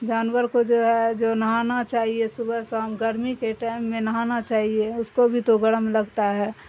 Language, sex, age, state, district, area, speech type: Urdu, female, 45-60, Bihar, Darbhanga, rural, spontaneous